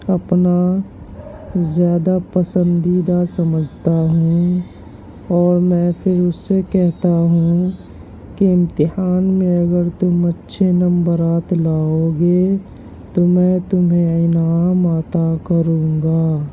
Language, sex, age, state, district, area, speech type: Urdu, male, 30-45, Uttar Pradesh, Gautam Buddha Nagar, urban, spontaneous